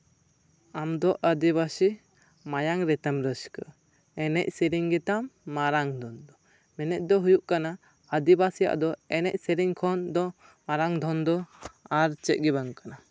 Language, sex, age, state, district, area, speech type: Santali, male, 18-30, West Bengal, Purba Bardhaman, rural, spontaneous